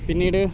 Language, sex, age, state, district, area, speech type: Malayalam, male, 30-45, Kerala, Alappuzha, rural, spontaneous